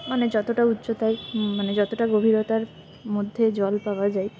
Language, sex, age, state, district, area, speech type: Bengali, female, 18-30, West Bengal, Jalpaiguri, rural, spontaneous